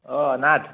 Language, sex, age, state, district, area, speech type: Assamese, male, 30-45, Assam, Sonitpur, rural, conversation